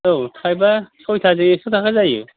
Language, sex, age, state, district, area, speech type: Bodo, male, 60+, Assam, Kokrajhar, rural, conversation